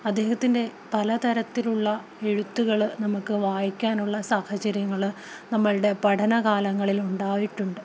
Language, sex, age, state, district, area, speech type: Malayalam, female, 30-45, Kerala, Palakkad, rural, spontaneous